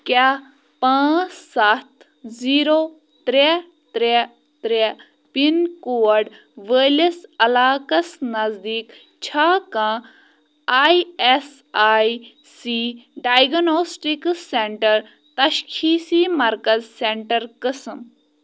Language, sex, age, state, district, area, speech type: Kashmiri, female, 18-30, Jammu and Kashmir, Bandipora, rural, read